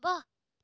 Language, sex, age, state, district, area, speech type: Dogri, female, 18-30, Jammu and Kashmir, Reasi, rural, read